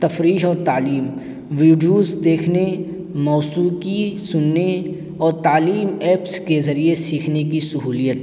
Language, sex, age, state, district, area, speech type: Urdu, male, 18-30, Uttar Pradesh, Siddharthnagar, rural, spontaneous